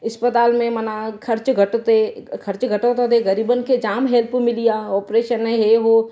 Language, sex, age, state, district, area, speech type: Sindhi, female, 30-45, Gujarat, Surat, urban, spontaneous